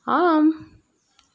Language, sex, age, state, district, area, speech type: Tamil, female, 30-45, Tamil Nadu, Mayiladuthurai, rural, read